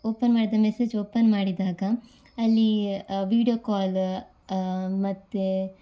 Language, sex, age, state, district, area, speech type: Kannada, female, 18-30, Karnataka, Udupi, urban, spontaneous